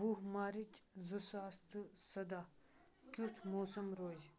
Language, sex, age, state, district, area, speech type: Kashmiri, male, 18-30, Jammu and Kashmir, Kupwara, rural, read